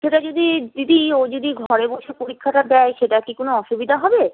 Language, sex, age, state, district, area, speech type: Bengali, female, 30-45, West Bengal, Paschim Bardhaman, rural, conversation